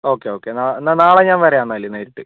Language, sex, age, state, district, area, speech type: Malayalam, male, 18-30, Kerala, Wayanad, rural, conversation